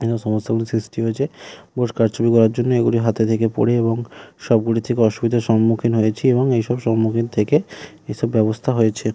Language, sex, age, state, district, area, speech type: Bengali, male, 30-45, West Bengal, Hooghly, urban, spontaneous